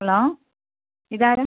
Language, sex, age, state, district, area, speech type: Malayalam, female, 30-45, Kerala, Kozhikode, urban, conversation